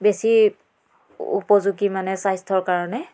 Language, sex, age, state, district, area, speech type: Assamese, female, 30-45, Assam, Biswanath, rural, spontaneous